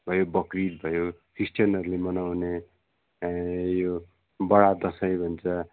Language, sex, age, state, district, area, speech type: Nepali, male, 45-60, West Bengal, Darjeeling, rural, conversation